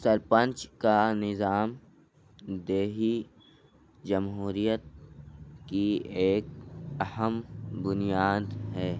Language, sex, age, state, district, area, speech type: Urdu, male, 18-30, Delhi, North East Delhi, rural, spontaneous